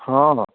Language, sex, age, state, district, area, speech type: Odia, male, 45-60, Odisha, Nuapada, urban, conversation